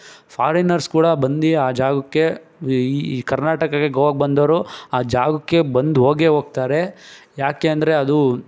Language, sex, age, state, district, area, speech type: Kannada, male, 18-30, Karnataka, Tumkur, urban, spontaneous